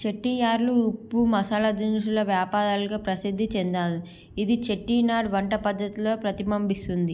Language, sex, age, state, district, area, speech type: Telugu, female, 18-30, Andhra Pradesh, Srikakulam, urban, read